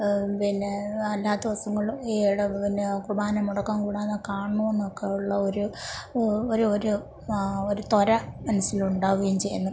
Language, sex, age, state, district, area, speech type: Malayalam, female, 45-60, Kerala, Kollam, rural, spontaneous